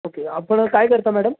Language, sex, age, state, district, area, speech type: Marathi, male, 18-30, Maharashtra, Sangli, urban, conversation